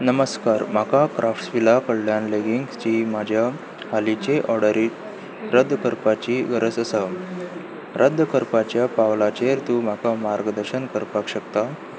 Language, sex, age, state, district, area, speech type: Goan Konkani, male, 18-30, Goa, Salcete, urban, read